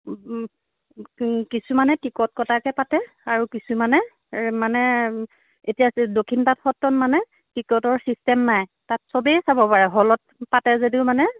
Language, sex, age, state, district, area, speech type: Assamese, female, 45-60, Assam, Majuli, urban, conversation